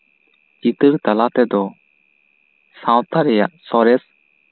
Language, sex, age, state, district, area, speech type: Santali, male, 18-30, West Bengal, Bankura, rural, spontaneous